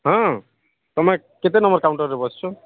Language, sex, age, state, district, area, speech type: Odia, male, 45-60, Odisha, Nuapada, urban, conversation